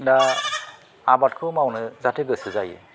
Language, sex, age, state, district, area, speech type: Bodo, male, 60+, Assam, Kokrajhar, rural, spontaneous